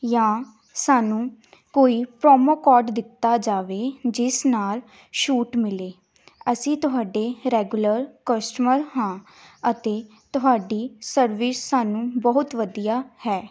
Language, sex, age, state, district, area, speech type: Punjabi, female, 18-30, Punjab, Gurdaspur, urban, spontaneous